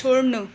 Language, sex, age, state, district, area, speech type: Nepali, female, 45-60, West Bengal, Darjeeling, rural, read